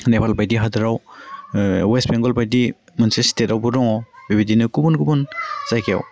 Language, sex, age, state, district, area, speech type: Bodo, male, 18-30, Assam, Udalguri, rural, spontaneous